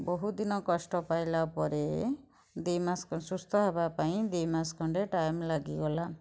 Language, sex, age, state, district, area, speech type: Odia, female, 30-45, Odisha, Kendujhar, urban, spontaneous